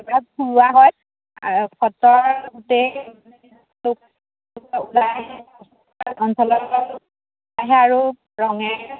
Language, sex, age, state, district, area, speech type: Assamese, female, 18-30, Assam, Majuli, urban, conversation